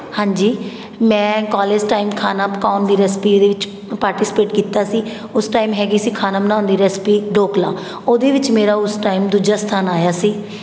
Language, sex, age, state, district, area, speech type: Punjabi, female, 30-45, Punjab, Patiala, urban, spontaneous